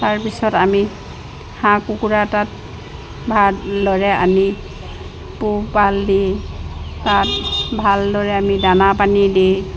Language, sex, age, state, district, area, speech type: Assamese, female, 60+, Assam, Dibrugarh, rural, spontaneous